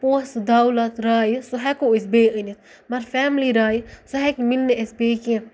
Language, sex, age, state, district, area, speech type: Kashmiri, female, 18-30, Jammu and Kashmir, Ganderbal, rural, spontaneous